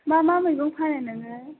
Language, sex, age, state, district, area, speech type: Bodo, female, 18-30, Assam, Chirang, urban, conversation